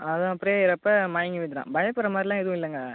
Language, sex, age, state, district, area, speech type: Tamil, male, 18-30, Tamil Nadu, Cuddalore, rural, conversation